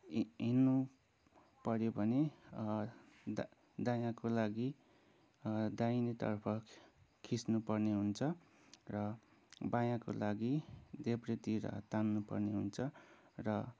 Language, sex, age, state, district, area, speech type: Nepali, male, 18-30, West Bengal, Kalimpong, rural, spontaneous